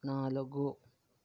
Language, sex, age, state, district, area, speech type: Telugu, male, 18-30, Andhra Pradesh, Vizianagaram, rural, read